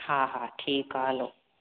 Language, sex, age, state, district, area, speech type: Sindhi, female, 30-45, Gujarat, Junagadh, urban, conversation